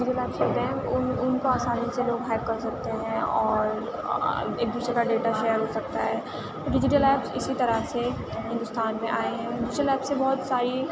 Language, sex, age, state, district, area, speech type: Urdu, female, 18-30, Uttar Pradesh, Aligarh, urban, spontaneous